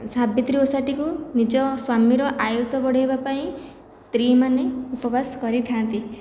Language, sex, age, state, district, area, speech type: Odia, female, 18-30, Odisha, Khordha, rural, spontaneous